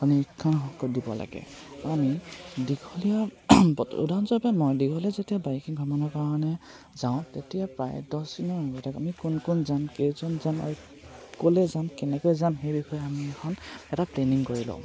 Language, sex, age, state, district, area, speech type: Assamese, male, 18-30, Assam, Charaideo, rural, spontaneous